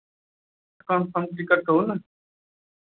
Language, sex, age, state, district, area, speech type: Maithili, male, 30-45, Bihar, Madhubani, rural, conversation